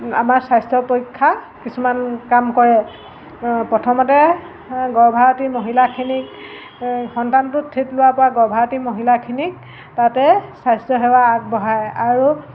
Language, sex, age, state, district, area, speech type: Assamese, female, 45-60, Assam, Golaghat, urban, spontaneous